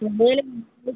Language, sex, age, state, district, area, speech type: Tamil, female, 18-30, Tamil Nadu, Sivaganga, rural, conversation